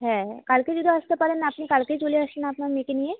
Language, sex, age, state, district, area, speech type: Bengali, female, 18-30, West Bengal, Jalpaiguri, rural, conversation